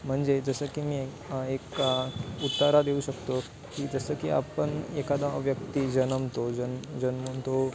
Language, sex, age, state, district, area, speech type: Marathi, male, 18-30, Maharashtra, Ratnagiri, rural, spontaneous